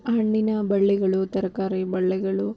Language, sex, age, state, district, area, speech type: Kannada, female, 30-45, Karnataka, Bangalore Urban, rural, spontaneous